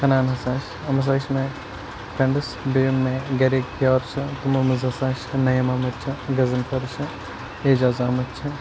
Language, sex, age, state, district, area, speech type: Kashmiri, male, 18-30, Jammu and Kashmir, Baramulla, rural, spontaneous